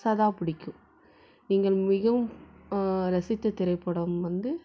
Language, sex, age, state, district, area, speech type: Tamil, female, 18-30, Tamil Nadu, Salem, rural, spontaneous